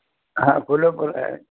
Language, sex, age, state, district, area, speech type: Marathi, male, 60+, Maharashtra, Nanded, rural, conversation